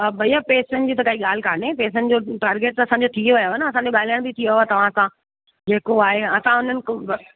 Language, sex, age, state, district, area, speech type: Sindhi, female, 45-60, Delhi, South Delhi, rural, conversation